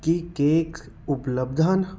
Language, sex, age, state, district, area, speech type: Punjabi, male, 18-30, Punjab, Patiala, urban, read